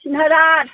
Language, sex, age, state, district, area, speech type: Bodo, female, 60+, Assam, Kokrajhar, urban, conversation